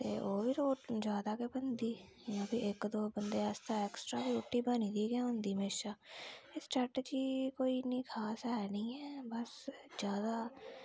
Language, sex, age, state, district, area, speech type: Dogri, female, 45-60, Jammu and Kashmir, Reasi, rural, spontaneous